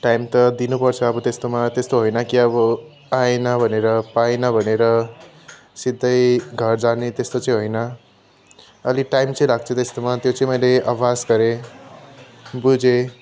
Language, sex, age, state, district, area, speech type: Nepali, male, 45-60, West Bengal, Darjeeling, rural, spontaneous